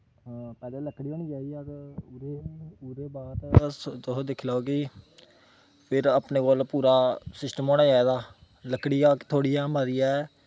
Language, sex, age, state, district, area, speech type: Dogri, male, 18-30, Jammu and Kashmir, Kathua, rural, spontaneous